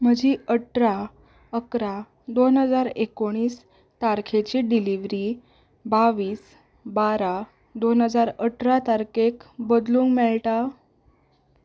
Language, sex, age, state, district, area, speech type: Goan Konkani, female, 18-30, Goa, Canacona, rural, read